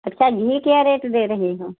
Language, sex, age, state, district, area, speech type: Hindi, female, 60+, Uttar Pradesh, Sitapur, rural, conversation